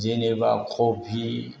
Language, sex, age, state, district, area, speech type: Bodo, male, 60+, Assam, Chirang, rural, spontaneous